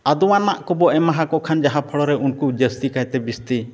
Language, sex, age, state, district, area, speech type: Santali, male, 45-60, Odisha, Mayurbhanj, rural, spontaneous